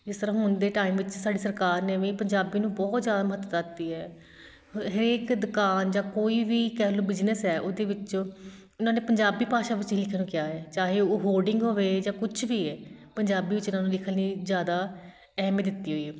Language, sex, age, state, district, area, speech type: Punjabi, female, 30-45, Punjab, Shaheed Bhagat Singh Nagar, urban, spontaneous